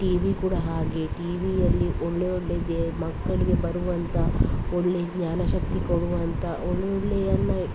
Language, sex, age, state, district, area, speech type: Kannada, female, 18-30, Karnataka, Udupi, rural, spontaneous